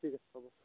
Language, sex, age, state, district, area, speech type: Assamese, male, 18-30, Assam, Tinsukia, rural, conversation